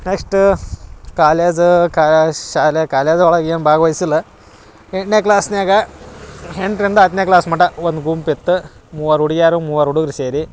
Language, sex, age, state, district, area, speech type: Kannada, male, 18-30, Karnataka, Dharwad, urban, spontaneous